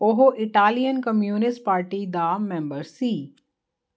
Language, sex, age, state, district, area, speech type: Punjabi, female, 30-45, Punjab, Jalandhar, urban, read